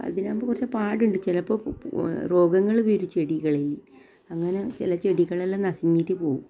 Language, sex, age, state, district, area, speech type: Malayalam, female, 60+, Kerala, Kasaragod, rural, spontaneous